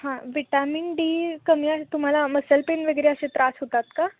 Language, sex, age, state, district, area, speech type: Marathi, female, 18-30, Maharashtra, Kolhapur, urban, conversation